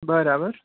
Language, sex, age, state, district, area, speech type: Gujarati, male, 18-30, Gujarat, Rajkot, urban, conversation